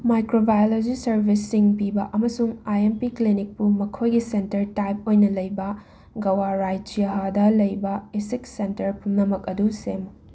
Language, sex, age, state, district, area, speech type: Manipuri, female, 30-45, Manipur, Imphal West, urban, read